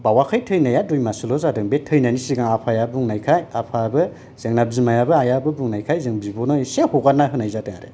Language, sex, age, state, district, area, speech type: Bodo, male, 45-60, Assam, Kokrajhar, rural, spontaneous